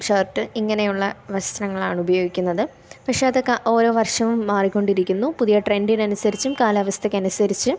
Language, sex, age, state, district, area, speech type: Malayalam, female, 18-30, Kerala, Thiruvananthapuram, rural, spontaneous